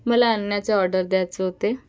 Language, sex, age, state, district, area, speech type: Marathi, female, 18-30, Maharashtra, Nagpur, urban, spontaneous